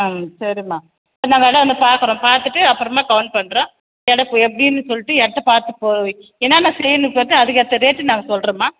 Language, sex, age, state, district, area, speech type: Tamil, female, 45-60, Tamil Nadu, Tiruvannamalai, urban, conversation